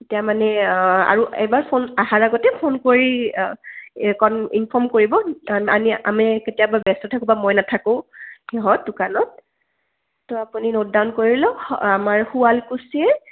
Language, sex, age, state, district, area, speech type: Assamese, female, 18-30, Assam, Kamrup Metropolitan, urban, conversation